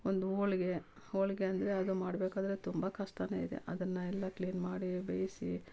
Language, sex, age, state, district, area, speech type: Kannada, female, 45-60, Karnataka, Kolar, rural, spontaneous